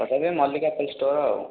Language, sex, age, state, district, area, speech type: Odia, male, 18-30, Odisha, Puri, urban, conversation